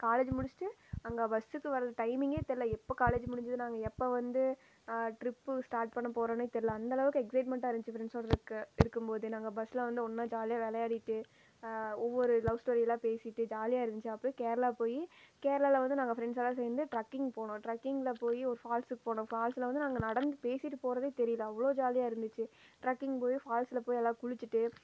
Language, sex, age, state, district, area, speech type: Tamil, female, 18-30, Tamil Nadu, Erode, rural, spontaneous